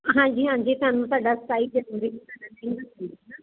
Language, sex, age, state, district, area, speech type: Punjabi, female, 30-45, Punjab, Firozpur, rural, conversation